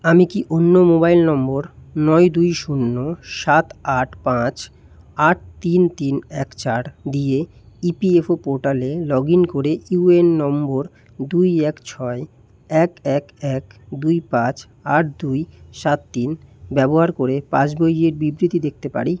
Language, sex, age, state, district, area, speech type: Bengali, male, 18-30, West Bengal, Kolkata, urban, read